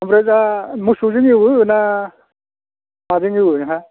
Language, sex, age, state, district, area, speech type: Bodo, male, 60+, Assam, Kokrajhar, urban, conversation